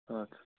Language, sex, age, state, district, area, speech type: Kashmiri, male, 30-45, Jammu and Kashmir, Srinagar, urban, conversation